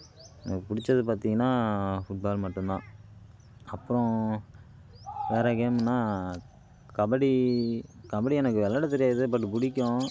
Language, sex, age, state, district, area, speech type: Tamil, male, 18-30, Tamil Nadu, Kallakurichi, urban, spontaneous